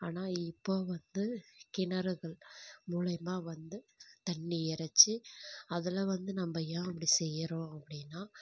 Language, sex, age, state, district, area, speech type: Tamil, female, 18-30, Tamil Nadu, Kallakurichi, rural, spontaneous